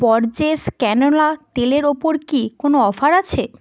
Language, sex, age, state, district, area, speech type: Bengali, female, 18-30, West Bengal, Hooghly, urban, read